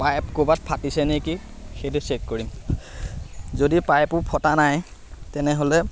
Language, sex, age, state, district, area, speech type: Assamese, male, 18-30, Assam, Majuli, urban, spontaneous